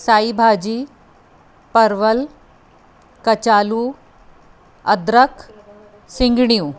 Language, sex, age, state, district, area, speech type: Sindhi, female, 30-45, Uttar Pradesh, Lucknow, urban, spontaneous